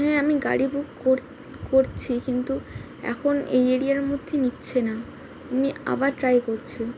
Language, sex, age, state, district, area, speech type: Bengali, female, 18-30, West Bengal, Howrah, urban, spontaneous